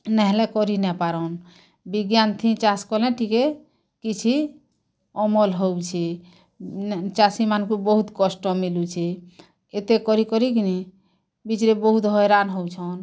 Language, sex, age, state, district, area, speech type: Odia, female, 45-60, Odisha, Bargarh, urban, spontaneous